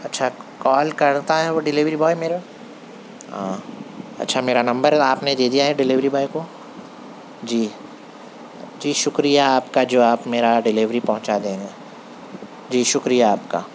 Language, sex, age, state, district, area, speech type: Urdu, male, 45-60, Telangana, Hyderabad, urban, spontaneous